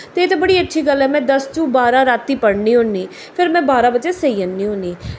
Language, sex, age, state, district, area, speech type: Dogri, female, 45-60, Jammu and Kashmir, Jammu, urban, spontaneous